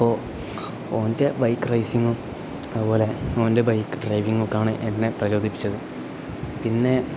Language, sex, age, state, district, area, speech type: Malayalam, male, 18-30, Kerala, Kozhikode, rural, spontaneous